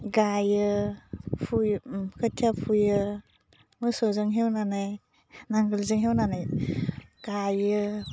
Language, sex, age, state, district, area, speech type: Bodo, female, 30-45, Assam, Udalguri, urban, spontaneous